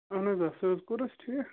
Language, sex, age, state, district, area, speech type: Kashmiri, male, 45-60, Jammu and Kashmir, Bandipora, rural, conversation